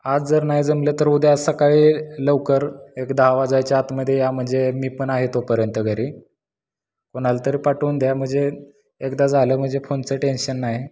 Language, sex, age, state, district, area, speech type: Marathi, male, 18-30, Maharashtra, Satara, rural, spontaneous